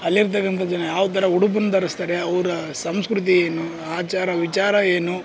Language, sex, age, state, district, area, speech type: Kannada, male, 18-30, Karnataka, Bellary, rural, spontaneous